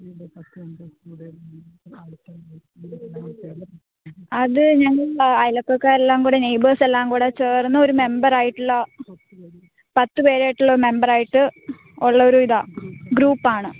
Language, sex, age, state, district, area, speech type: Malayalam, female, 18-30, Kerala, Alappuzha, rural, conversation